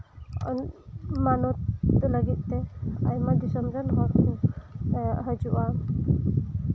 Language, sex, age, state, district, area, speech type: Santali, female, 18-30, West Bengal, Birbhum, rural, spontaneous